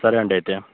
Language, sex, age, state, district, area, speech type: Telugu, male, 18-30, Andhra Pradesh, Bapatla, urban, conversation